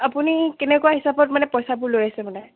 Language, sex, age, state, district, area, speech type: Assamese, female, 18-30, Assam, Biswanath, rural, conversation